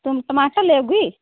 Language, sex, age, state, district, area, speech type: Hindi, female, 60+, Uttar Pradesh, Prayagraj, urban, conversation